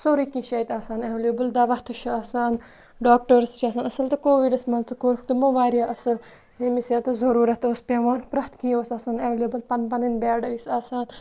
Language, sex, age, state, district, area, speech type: Kashmiri, female, 18-30, Jammu and Kashmir, Kupwara, rural, spontaneous